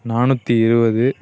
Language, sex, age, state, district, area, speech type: Tamil, male, 18-30, Tamil Nadu, Nagapattinam, rural, spontaneous